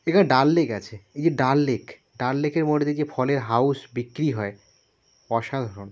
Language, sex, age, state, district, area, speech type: Bengali, male, 18-30, West Bengal, Birbhum, urban, spontaneous